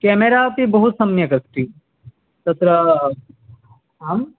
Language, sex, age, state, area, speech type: Sanskrit, male, 18-30, Tripura, rural, conversation